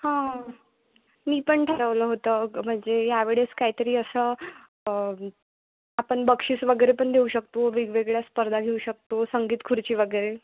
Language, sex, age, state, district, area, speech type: Marathi, female, 18-30, Maharashtra, Wardha, rural, conversation